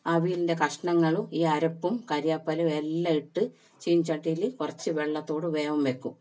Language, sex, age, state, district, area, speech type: Malayalam, female, 45-60, Kerala, Kasaragod, rural, spontaneous